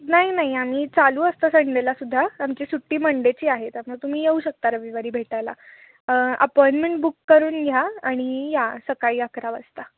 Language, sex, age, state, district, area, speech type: Marathi, female, 18-30, Maharashtra, Kolhapur, urban, conversation